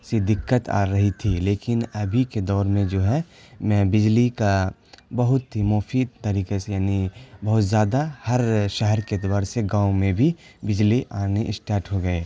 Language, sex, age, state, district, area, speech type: Urdu, male, 18-30, Bihar, Khagaria, rural, spontaneous